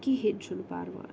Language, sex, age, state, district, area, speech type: Kashmiri, female, 45-60, Jammu and Kashmir, Srinagar, urban, spontaneous